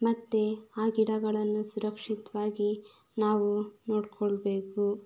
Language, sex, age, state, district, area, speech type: Kannada, female, 18-30, Karnataka, Chitradurga, rural, spontaneous